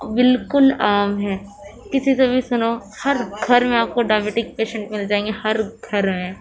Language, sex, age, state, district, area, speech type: Urdu, female, 18-30, Uttar Pradesh, Gautam Buddha Nagar, urban, spontaneous